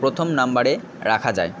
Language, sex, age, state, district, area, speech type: Bengali, male, 45-60, West Bengal, Purba Bardhaman, urban, spontaneous